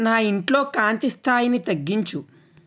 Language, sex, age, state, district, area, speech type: Telugu, male, 45-60, Andhra Pradesh, West Godavari, rural, read